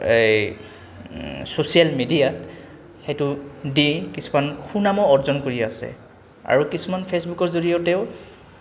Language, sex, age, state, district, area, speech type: Assamese, male, 18-30, Assam, Goalpara, rural, spontaneous